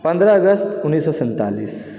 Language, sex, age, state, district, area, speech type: Maithili, male, 30-45, Bihar, Supaul, urban, spontaneous